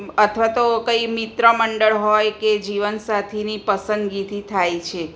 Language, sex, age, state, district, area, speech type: Gujarati, female, 45-60, Gujarat, Kheda, rural, spontaneous